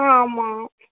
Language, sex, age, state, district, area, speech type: Tamil, female, 18-30, Tamil Nadu, Mayiladuthurai, urban, conversation